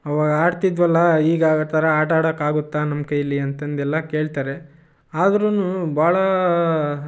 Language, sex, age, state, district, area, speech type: Kannada, male, 18-30, Karnataka, Chitradurga, rural, spontaneous